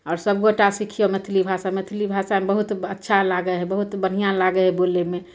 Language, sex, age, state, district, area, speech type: Maithili, female, 30-45, Bihar, Samastipur, urban, spontaneous